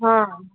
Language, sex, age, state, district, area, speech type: Urdu, male, 45-60, Maharashtra, Nashik, urban, conversation